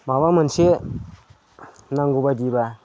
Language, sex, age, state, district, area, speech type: Bodo, male, 45-60, Assam, Udalguri, rural, spontaneous